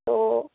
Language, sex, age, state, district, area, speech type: Bengali, female, 45-60, West Bengal, Purulia, urban, conversation